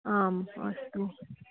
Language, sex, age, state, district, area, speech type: Sanskrit, female, 45-60, Karnataka, Belgaum, urban, conversation